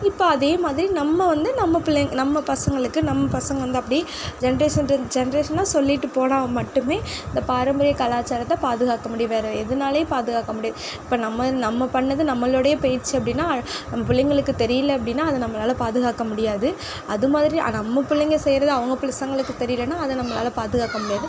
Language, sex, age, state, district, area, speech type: Tamil, female, 45-60, Tamil Nadu, Sivaganga, rural, spontaneous